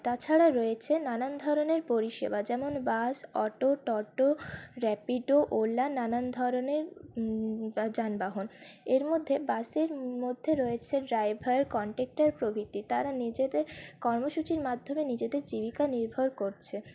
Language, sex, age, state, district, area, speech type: Bengali, female, 18-30, West Bengal, Paschim Bardhaman, urban, spontaneous